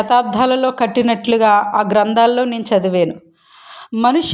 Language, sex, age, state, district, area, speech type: Telugu, female, 18-30, Andhra Pradesh, Guntur, rural, spontaneous